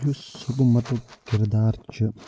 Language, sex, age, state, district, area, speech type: Kashmiri, male, 45-60, Jammu and Kashmir, Budgam, urban, spontaneous